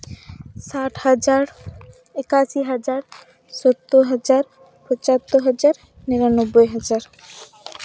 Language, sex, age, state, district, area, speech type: Santali, female, 18-30, West Bengal, Purba Bardhaman, rural, spontaneous